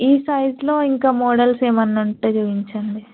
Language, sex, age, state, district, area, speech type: Telugu, female, 18-30, Telangana, Narayanpet, rural, conversation